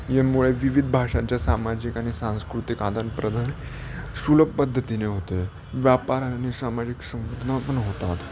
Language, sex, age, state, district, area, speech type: Marathi, male, 18-30, Maharashtra, Nashik, urban, spontaneous